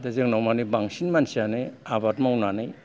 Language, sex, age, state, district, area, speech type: Bodo, male, 60+, Assam, Kokrajhar, rural, spontaneous